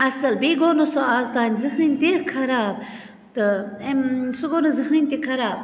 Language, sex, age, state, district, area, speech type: Kashmiri, female, 30-45, Jammu and Kashmir, Baramulla, rural, spontaneous